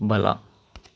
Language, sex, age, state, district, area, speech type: Kannada, male, 18-30, Karnataka, Chitradurga, rural, read